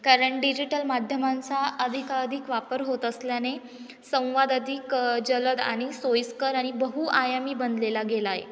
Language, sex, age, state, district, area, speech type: Marathi, female, 18-30, Maharashtra, Ahmednagar, urban, spontaneous